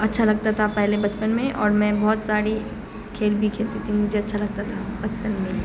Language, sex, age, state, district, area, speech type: Urdu, female, 18-30, Bihar, Supaul, rural, spontaneous